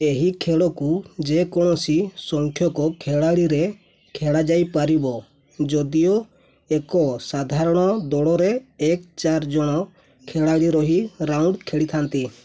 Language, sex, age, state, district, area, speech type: Odia, male, 18-30, Odisha, Mayurbhanj, rural, read